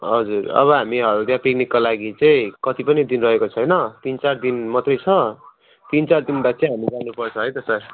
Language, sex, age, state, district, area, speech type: Nepali, male, 18-30, West Bengal, Jalpaiguri, rural, conversation